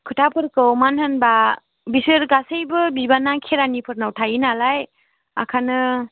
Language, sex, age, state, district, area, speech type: Bodo, female, 18-30, Assam, Chirang, urban, conversation